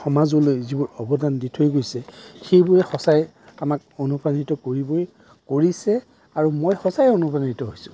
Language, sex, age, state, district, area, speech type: Assamese, male, 45-60, Assam, Darrang, rural, spontaneous